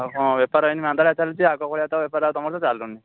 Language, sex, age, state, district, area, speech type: Odia, male, 18-30, Odisha, Jagatsinghpur, urban, conversation